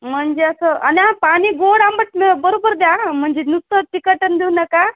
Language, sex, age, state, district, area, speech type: Marathi, female, 30-45, Maharashtra, Nanded, urban, conversation